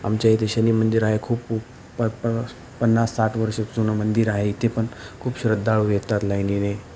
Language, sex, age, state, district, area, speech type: Marathi, male, 18-30, Maharashtra, Nanded, urban, spontaneous